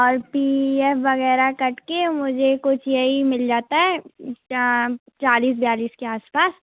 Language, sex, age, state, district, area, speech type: Hindi, female, 18-30, Madhya Pradesh, Gwalior, rural, conversation